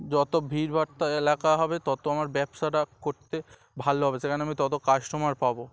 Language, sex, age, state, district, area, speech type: Bengali, male, 18-30, West Bengal, Dakshin Dinajpur, urban, spontaneous